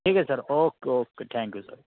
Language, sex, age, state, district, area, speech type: Marathi, male, 45-60, Maharashtra, Osmanabad, rural, conversation